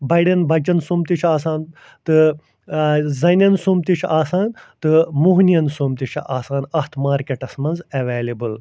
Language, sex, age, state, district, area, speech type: Kashmiri, male, 45-60, Jammu and Kashmir, Ganderbal, rural, spontaneous